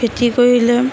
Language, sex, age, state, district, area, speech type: Assamese, female, 30-45, Assam, Darrang, rural, spontaneous